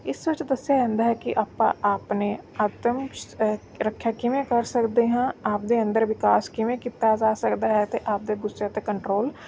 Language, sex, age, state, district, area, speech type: Punjabi, female, 30-45, Punjab, Mansa, urban, spontaneous